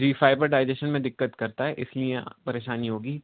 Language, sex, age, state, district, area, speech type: Urdu, male, 18-30, Uttar Pradesh, Rampur, urban, conversation